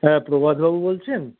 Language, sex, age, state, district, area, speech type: Bengali, male, 45-60, West Bengal, Paschim Bardhaman, urban, conversation